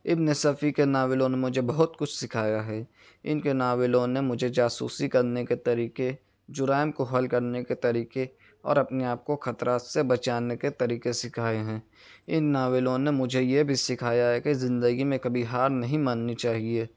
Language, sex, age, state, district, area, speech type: Urdu, male, 18-30, Maharashtra, Nashik, rural, spontaneous